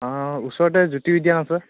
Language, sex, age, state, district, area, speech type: Assamese, male, 18-30, Assam, Dibrugarh, rural, conversation